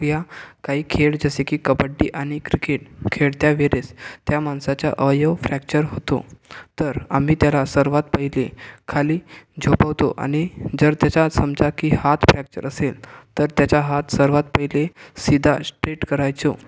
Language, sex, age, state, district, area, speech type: Marathi, male, 18-30, Maharashtra, Gondia, rural, spontaneous